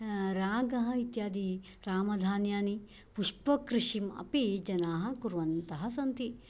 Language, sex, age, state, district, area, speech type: Sanskrit, female, 45-60, Karnataka, Dakshina Kannada, rural, spontaneous